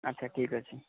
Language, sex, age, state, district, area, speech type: Odia, male, 18-30, Odisha, Cuttack, urban, conversation